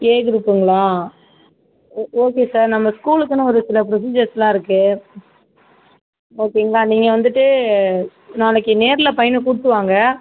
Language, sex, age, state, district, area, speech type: Tamil, female, 45-60, Tamil Nadu, Cuddalore, rural, conversation